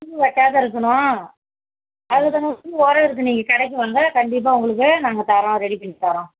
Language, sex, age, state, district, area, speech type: Tamil, female, 45-60, Tamil Nadu, Kallakurichi, rural, conversation